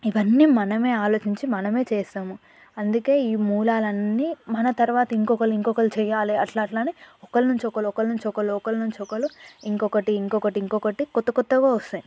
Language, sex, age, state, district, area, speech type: Telugu, female, 18-30, Telangana, Yadadri Bhuvanagiri, rural, spontaneous